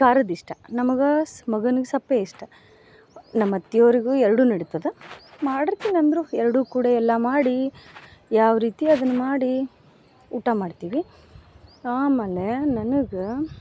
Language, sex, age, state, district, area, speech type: Kannada, female, 30-45, Karnataka, Gadag, rural, spontaneous